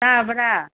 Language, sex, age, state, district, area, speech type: Manipuri, female, 60+, Manipur, Ukhrul, rural, conversation